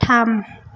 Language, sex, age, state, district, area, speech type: Bodo, female, 18-30, Assam, Chirang, rural, read